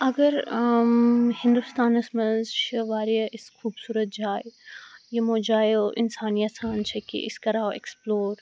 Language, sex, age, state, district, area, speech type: Kashmiri, female, 18-30, Jammu and Kashmir, Kupwara, rural, spontaneous